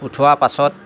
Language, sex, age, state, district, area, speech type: Assamese, male, 60+, Assam, Lakhimpur, urban, spontaneous